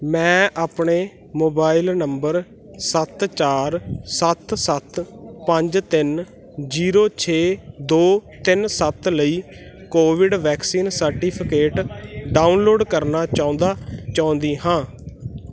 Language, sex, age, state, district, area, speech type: Punjabi, male, 18-30, Punjab, Muktsar, urban, read